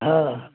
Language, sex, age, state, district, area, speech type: Maithili, male, 30-45, Bihar, Darbhanga, urban, conversation